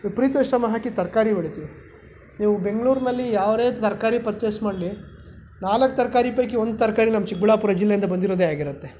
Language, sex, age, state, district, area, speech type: Kannada, male, 45-60, Karnataka, Chikkaballapur, rural, spontaneous